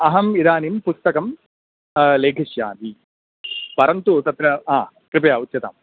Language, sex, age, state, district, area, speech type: Sanskrit, male, 45-60, Karnataka, Bangalore Urban, urban, conversation